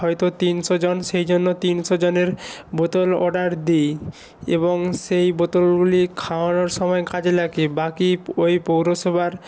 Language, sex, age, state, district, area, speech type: Bengali, male, 45-60, West Bengal, Nadia, rural, spontaneous